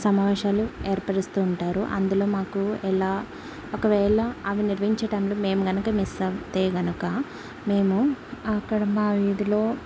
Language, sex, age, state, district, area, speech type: Telugu, female, 30-45, Telangana, Mancherial, rural, spontaneous